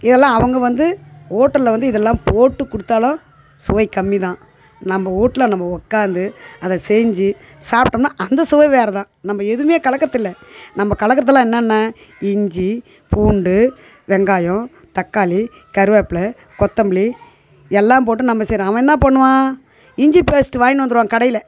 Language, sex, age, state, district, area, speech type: Tamil, female, 60+, Tamil Nadu, Tiruvannamalai, rural, spontaneous